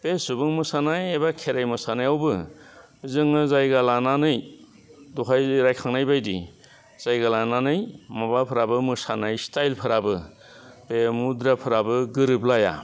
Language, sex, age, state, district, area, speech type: Bodo, male, 60+, Assam, Udalguri, urban, spontaneous